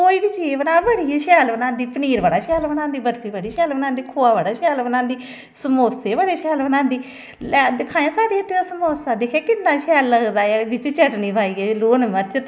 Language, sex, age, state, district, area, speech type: Dogri, female, 45-60, Jammu and Kashmir, Samba, rural, spontaneous